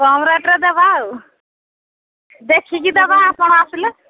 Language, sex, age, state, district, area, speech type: Odia, female, 45-60, Odisha, Angul, rural, conversation